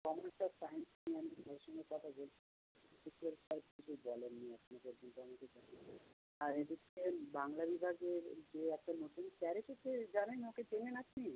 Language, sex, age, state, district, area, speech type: Bengali, male, 45-60, West Bengal, South 24 Parganas, rural, conversation